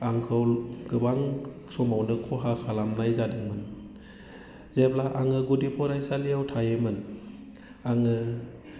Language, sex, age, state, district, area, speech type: Bodo, male, 30-45, Assam, Udalguri, rural, spontaneous